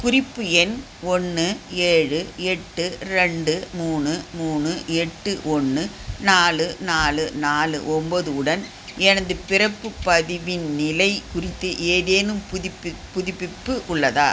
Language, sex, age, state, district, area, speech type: Tamil, female, 60+, Tamil Nadu, Viluppuram, rural, read